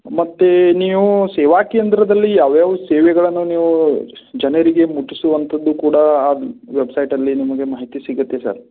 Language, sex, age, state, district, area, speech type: Kannada, male, 30-45, Karnataka, Belgaum, rural, conversation